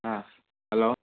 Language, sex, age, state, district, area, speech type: Manipuri, male, 18-30, Manipur, Churachandpur, rural, conversation